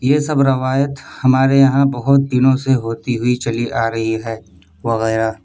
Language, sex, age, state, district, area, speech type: Urdu, male, 18-30, Uttar Pradesh, Siddharthnagar, rural, spontaneous